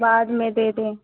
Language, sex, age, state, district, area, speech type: Hindi, female, 45-60, Uttar Pradesh, Ayodhya, rural, conversation